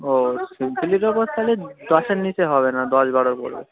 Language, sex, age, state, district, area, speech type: Bengali, male, 18-30, West Bengal, Uttar Dinajpur, urban, conversation